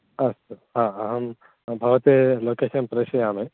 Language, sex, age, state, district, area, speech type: Sanskrit, male, 18-30, Andhra Pradesh, Guntur, urban, conversation